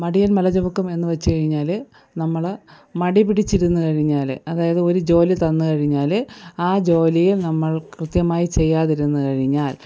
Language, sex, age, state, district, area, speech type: Malayalam, female, 45-60, Kerala, Thiruvananthapuram, urban, spontaneous